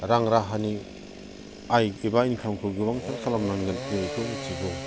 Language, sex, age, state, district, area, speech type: Bodo, male, 30-45, Assam, Udalguri, urban, spontaneous